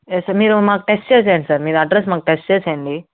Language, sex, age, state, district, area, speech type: Telugu, male, 45-60, Andhra Pradesh, Chittoor, urban, conversation